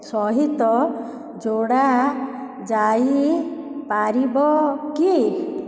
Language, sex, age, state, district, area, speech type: Odia, female, 30-45, Odisha, Dhenkanal, rural, read